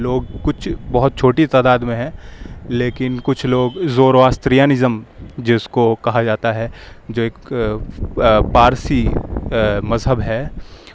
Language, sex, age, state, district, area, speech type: Urdu, male, 18-30, Delhi, Central Delhi, urban, spontaneous